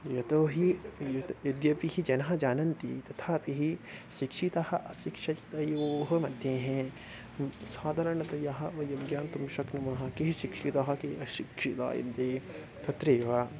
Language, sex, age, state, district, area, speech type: Sanskrit, male, 18-30, Odisha, Bhadrak, rural, spontaneous